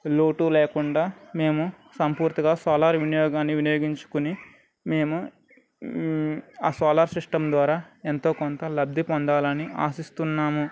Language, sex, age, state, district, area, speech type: Telugu, male, 30-45, Andhra Pradesh, Anakapalli, rural, spontaneous